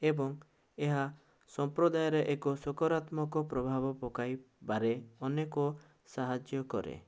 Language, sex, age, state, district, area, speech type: Odia, male, 18-30, Odisha, Bhadrak, rural, spontaneous